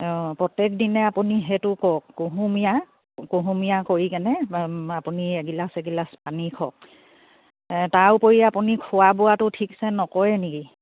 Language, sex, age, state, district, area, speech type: Assamese, female, 60+, Assam, Dibrugarh, rural, conversation